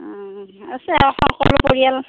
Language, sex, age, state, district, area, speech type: Assamese, female, 45-60, Assam, Darrang, rural, conversation